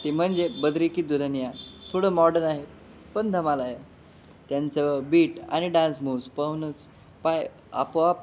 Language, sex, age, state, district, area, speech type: Marathi, male, 18-30, Maharashtra, Jalna, urban, spontaneous